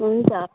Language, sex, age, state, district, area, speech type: Nepali, female, 18-30, West Bengal, Kalimpong, rural, conversation